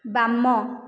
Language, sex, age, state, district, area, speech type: Odia, female, 45-60, Odisha, Dhenkanal, rural, read